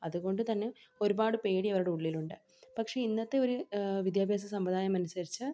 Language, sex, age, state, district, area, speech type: Malayalam, female, 18-30, Kerala, Palakkad, rural, spontaneous